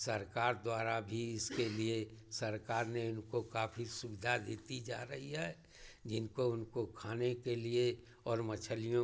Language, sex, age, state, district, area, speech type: Hindi, male, 60+, Uttar Pradesh, Chandauli, rural, spontaneous